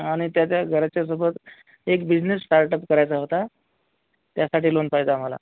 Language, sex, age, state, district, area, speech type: Marathi, male, 18-30, Maharashtra, Akola, rural, conversation